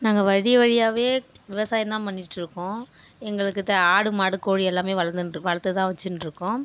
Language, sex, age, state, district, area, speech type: Tamil, female, 30-45, Tamil Nadu, Viluppuram, rural, spontaneous